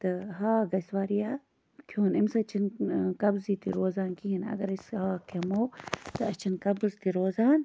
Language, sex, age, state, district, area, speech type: Kashmiri, female, 30-45, Jammu and Kashmir, Budgam, rural, spontaneous